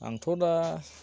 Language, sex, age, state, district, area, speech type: Bodo, male, 18-30, Assam, Baksa, rural, spontaneous